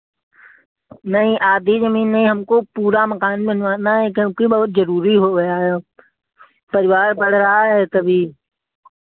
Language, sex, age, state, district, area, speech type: Hindi, male, 30-45, Uttar Pradesh, Sitapur, rural, conversation